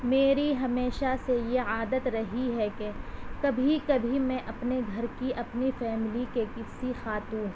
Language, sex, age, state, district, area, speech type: Urdu, female, 18-30, Delhi, South Delhi, urban, spontaneous